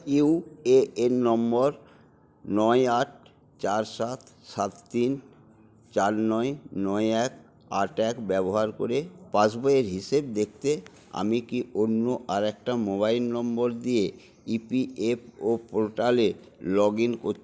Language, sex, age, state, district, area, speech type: Bengali, male, 60+, West Bengal, Paschim Medinipur, rural, read